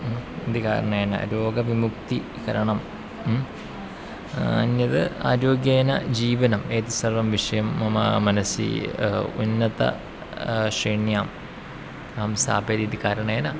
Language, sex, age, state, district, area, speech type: Sanskrit, male, 30-45, Kerala, Ernakulam, rural, spontaneous